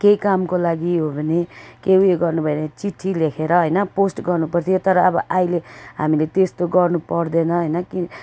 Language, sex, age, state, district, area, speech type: Nepali, female, 45-60, West Bengal, Darjeeling, rural, spontaneous